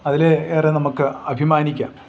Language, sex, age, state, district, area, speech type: Malayalam, male, 45-60, Kerala, Idukki, rural, spontaneous